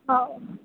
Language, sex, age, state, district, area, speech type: Marathi, female, 18-30, Maharashtra, Wardha, rural, conversation